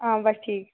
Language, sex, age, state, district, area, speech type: Dogri, female, 18-30, Jammu and Kashmir, Udhampur, rural, conversation